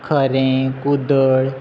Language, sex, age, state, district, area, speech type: Goan Konkani, male, 18-30, Goa, Quepem, rural, spontaneous